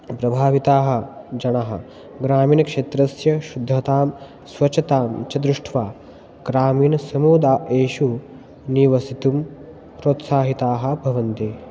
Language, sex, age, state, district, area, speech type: Sanskrit, male, 18-30, Maharashtra, Osmanabad, rural, spontaneous